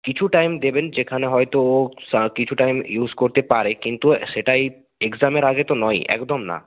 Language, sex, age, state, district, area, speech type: Bengali, male, 30-45, West Bengal, Nadia, urban, conversation